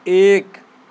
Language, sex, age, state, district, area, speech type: Urdu, male, 30-45, Delhi, Central Delhi, urban, read